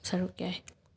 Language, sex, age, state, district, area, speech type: Manipuri, female, 18-30, Manipur, Thoubal, rural, spontaneous